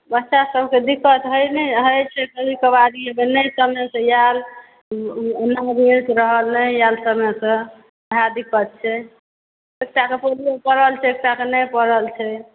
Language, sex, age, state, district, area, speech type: Maithili, female, 30-45, Bihar, Supaul, urban, conversation